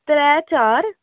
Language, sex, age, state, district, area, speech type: Dogri, female, 18-30, Jammu and Kashmir, Udhampur, rural, conversation